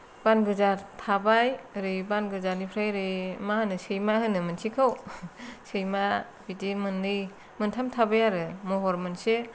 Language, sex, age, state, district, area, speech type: Bodo, female, 45-60, Assam, Kokrajhar, rural, spontaneous